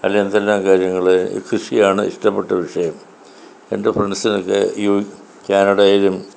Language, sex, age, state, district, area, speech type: Malayalam, male, 60+, Kerala, Kollam, rural, spontaneous